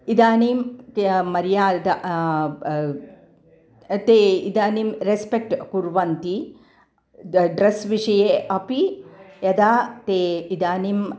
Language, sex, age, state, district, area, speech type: Sanskrit, female, 60+, Tamil Nadu, Chennai, urban, spontaneous